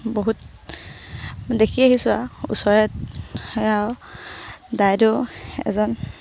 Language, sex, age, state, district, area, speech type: Assamese, female, 18-30, Assam, Sivasagar, rural, spontaneous